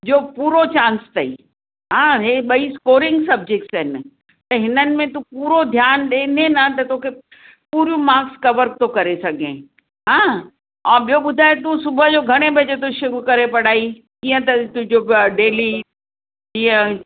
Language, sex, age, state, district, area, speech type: Sindhi, female, 60+, Maharashtra, Mumbai Suburban, urban, conversation